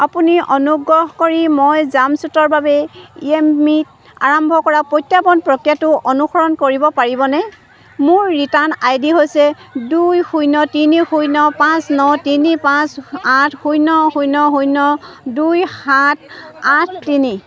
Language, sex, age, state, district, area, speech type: Assamese, female, 45-60, Assam, Dibrugarh, rural, read